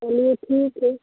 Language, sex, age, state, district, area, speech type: Hindi, female, 30-45, Uttar Pradesh, Mau, rural, conversation